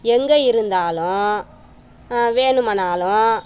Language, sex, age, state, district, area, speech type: Tamil, female, 30-45, Tamil Nadu, Tiruvannamalai, rural, spontaneous